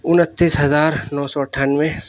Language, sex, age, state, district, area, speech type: Urdu, male, 30-45, Delhi, Central Delhi, urban, spontaneous